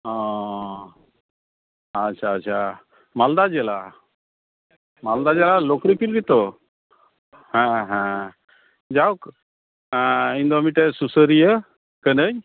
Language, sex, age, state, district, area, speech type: Santali, male, 60+, West Bengal, Malda, rural, conversation